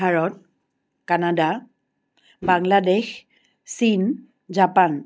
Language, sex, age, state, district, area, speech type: Assamese, female, 45-60, Assam, Charaideo, urban, spontaneous